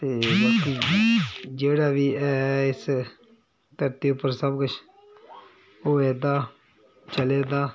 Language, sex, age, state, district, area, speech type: Dogri, male, 30-45, Jammu and Kashmir, Udhampur, rural, spontaneous